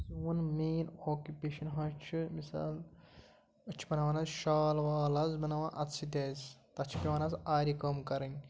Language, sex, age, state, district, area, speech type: Kashmiri, male, 18-30, Jammu and Kashmir, Pulwama, rural, spontaneous